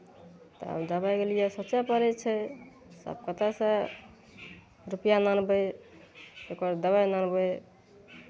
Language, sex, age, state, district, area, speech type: Maithili, female, 45-60, Bihar, Madhepura, rural, spontaneous